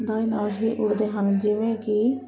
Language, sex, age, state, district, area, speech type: Punjabi, female, 30-45, Punjab, Ludhiana, urban, spontaneous